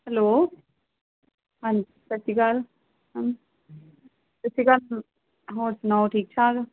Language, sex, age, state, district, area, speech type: Punjabi, female, 30-45, Punjab, Gurdaspur, urban, conversation